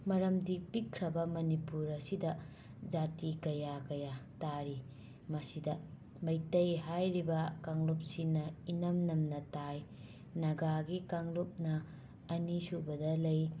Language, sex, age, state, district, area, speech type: Manipuri, female, 45-60, Manipur, Imphal West, urban, spontaneous